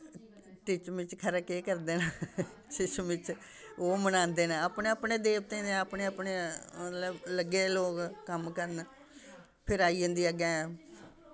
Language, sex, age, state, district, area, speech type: Dogri, female, 60+, Jammu and Kashmir, Samba, urban, spontaneous